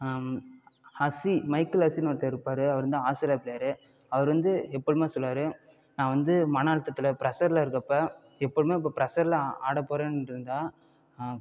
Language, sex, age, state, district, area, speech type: Tamil, male, 30-45, Tamil Nadu, Ariyalur, rural, spontaneous